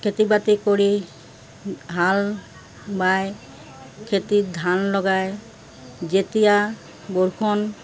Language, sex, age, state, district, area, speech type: Assamese, female, 60+, Assam, Charaideo, urban, spontaneous